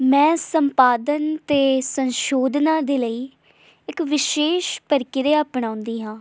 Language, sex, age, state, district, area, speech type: Punjabi, female, 18-30, Punjab, Hoshiarpur, rural, spontaneous